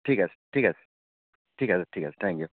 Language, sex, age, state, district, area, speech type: Assamese, male, 45-60, Assam, Tinsukia, rural, conversation